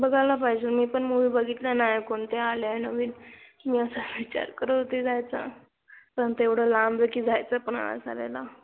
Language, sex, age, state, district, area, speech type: Marathi, female, 18-30, Maharashtra, Ratnagiri, rural, conversation